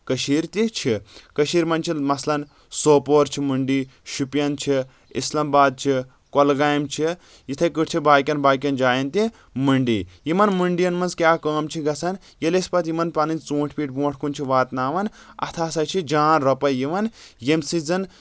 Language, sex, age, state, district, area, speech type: Kashmiri, male, 18-30, Jammu and Kashmir, Anantnag, rural, spontaneous